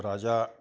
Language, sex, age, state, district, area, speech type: Marathi, male, 60+, Maharashtra, Kolhapur, urban, spontaneous